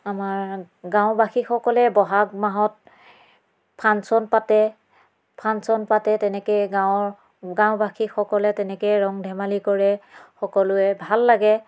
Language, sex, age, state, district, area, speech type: Assamese, female, 30-45, Assam, Biswanath, rural, spontaneous